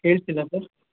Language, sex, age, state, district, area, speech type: Kannada, male, 18-30, Karnataka, Bangalore Urban, urban, conversation